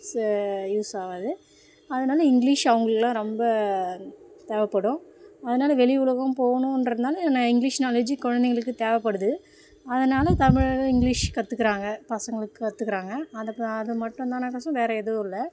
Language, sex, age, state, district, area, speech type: Tamil, female, 30-45, Tamil Nadu, Tiruvannamalai, rural, spontaneous